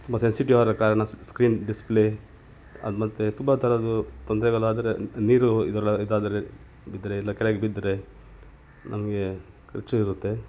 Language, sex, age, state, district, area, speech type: Kannada, male, 45-60, Karnataka, Dakshina Kannada, rural, spontaneous